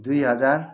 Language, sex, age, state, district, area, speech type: Nepali, male, 45-60, West Bengal, Kalimpong, rural, spontaneous